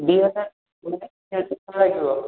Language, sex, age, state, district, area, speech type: Odia, male, 18-30, Odisha, Khordha, rural, conversation